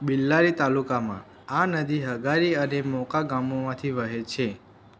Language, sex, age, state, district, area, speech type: Gujarati, male, 18-30, Gujarat, Aravalli, urban, read